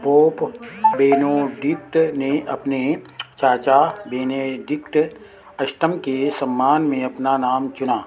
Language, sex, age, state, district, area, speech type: Hindi, male, 60+, Uttar Pradesh, Sitapur, rural, read